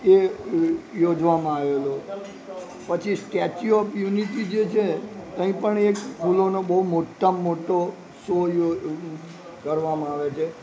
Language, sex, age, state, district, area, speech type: Gujarati, male, 60+, Gujarat, Narmada, urban, spontaneous